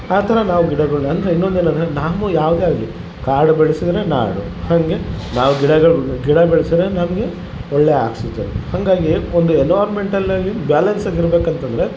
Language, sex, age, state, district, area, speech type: Kannada, male, 30-45, Karnataka, Vijayanagara, rural, spontaneous